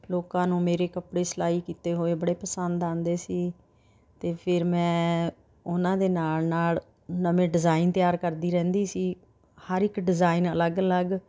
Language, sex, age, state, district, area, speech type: Punjabi, female, 60+, Punjab, Rupnagar, urban, spontaneous